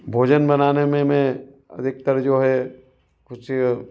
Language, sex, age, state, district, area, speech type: Hindi, male, 45-60, Madhya Pradesh, Ujjain, urban, spontaneous